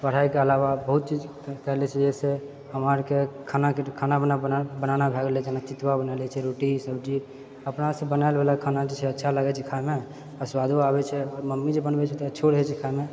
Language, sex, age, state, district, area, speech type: Maithili, male, 30-45, Bihar, Purnia, rural, spontaneous